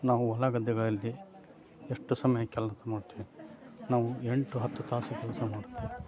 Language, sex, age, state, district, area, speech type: Kannada, male, 30-45, Karnataka, Koppal, rural, spontaneous